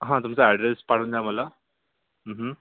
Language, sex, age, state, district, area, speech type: Marathi, male, 30-45, Maharashtra, Yavatmal, urban, conversation